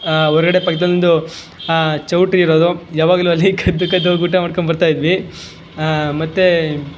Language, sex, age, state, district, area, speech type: Kannada, male, 18-30, Karnataka, Chamarajanagar, rural, spontaneous